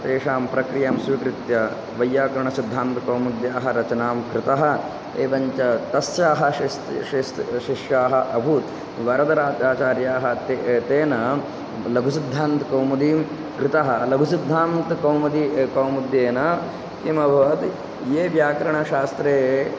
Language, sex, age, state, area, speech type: Sanskrit, male, 18-30, Madhya Pradesh, rural, spontaneous